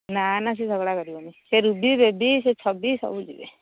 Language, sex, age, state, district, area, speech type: Odia, female, 45-60, Odisha, Angul, rural, conversation